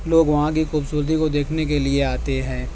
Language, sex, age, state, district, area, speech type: Urdu, male, 18-30, Maharashtra, Nashik, rural, spontaneous